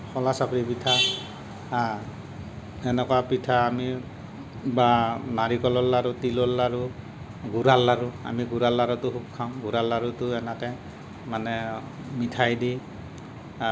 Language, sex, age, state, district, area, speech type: Assamese, male, 45-60, Assam, Kamrup Metropolitan, rural, spontaneous